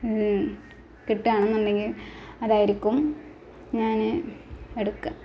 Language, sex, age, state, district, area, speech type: Malayalam, female, 18-30, Kerala, Malappuram, rural, spontaneous